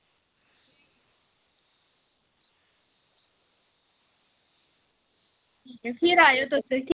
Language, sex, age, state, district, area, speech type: Dogri, female, 18-30, Jammu and Kashmir, Udhampur, rural, conversation